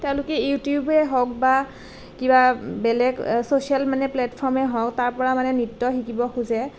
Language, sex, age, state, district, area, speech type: Assamese, female, 18-30, Assam, Nalbari, rural, spontaneous